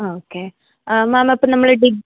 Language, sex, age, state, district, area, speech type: Malayalam, female, 18-30, Kerala, Thiruvananthapuram, rural, conversation